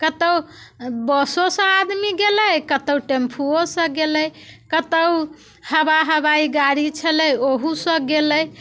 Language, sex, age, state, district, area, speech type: Maithili, female, 45-60, Bihar, Muzaffarpur, urban, spontaneous